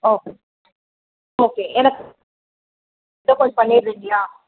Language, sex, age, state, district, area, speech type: Tamil, female, 30-45, Tamil Nadu, Tiruvallur, urban, conversation